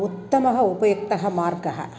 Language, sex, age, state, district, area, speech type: Sanskrit, female, 60+, Tamil Nadu, Thanjavur, urban, spontaneous